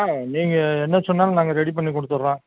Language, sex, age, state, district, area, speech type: Tamil, male, 60+, Tamil Nadu, Nilgiris, rural, conversation